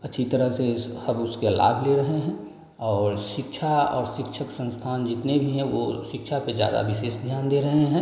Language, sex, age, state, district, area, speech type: Hindi, male, 30-45, Bihar, Samastipur, rural, spontaneous